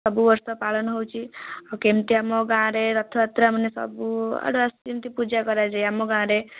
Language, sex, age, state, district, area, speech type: Odia, female, 18-30, Odisha, Kendrapara, urban, conversation